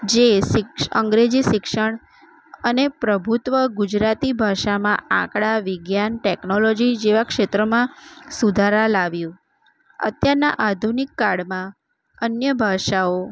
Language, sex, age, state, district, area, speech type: Gujarati, female, 30-45, Gujarat, Kheda, urban, spontaneous